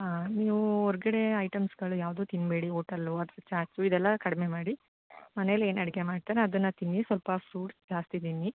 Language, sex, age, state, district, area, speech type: Kannada, female, 18-30, Karnataka, Chikkamagaluru, rural, conversation